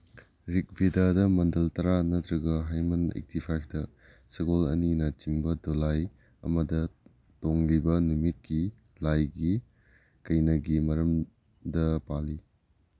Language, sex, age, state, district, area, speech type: Manipuri, male, 30-45, Manipur, Churachandpur, rural, read